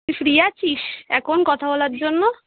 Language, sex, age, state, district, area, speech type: Bengali, female, 18-30, West Bengal, Kolkata, urban, conversation